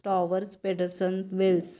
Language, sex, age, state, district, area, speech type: Marathi, female, 30-45, Maharashtra, Kolhapur, urban, spontaneous